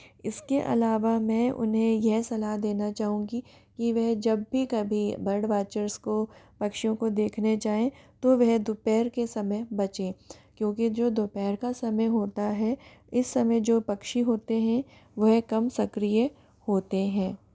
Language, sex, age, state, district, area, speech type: Hindi, male, 60+, Rajasthan, Jaipur, urban, spontaneous